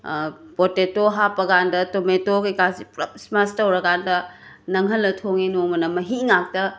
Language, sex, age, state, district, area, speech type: Manipuri, female, 30-45, Manipur, Imphal West, rural, spontaneous